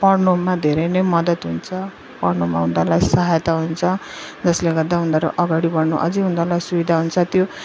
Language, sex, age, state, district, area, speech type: Nepali, female, 30-45, West Bengal, Jalpaiguri, rural, spontaneous